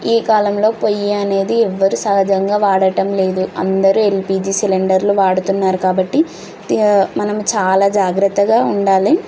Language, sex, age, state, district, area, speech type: Telugu, female, 18-30, Telangana, Nalgonda, urban, spontaneous